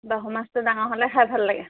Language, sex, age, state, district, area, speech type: Assamese, female, 30-45, Assam, Charaideo, rural, conversation